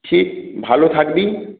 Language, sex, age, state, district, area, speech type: Bengali, male, 45-60, West Bengal, Purulia, urban, conversation